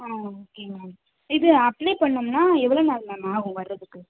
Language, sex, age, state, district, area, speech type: Tamil, female, 18-30, Tamil Nadu, Sivaganga, rural, conversation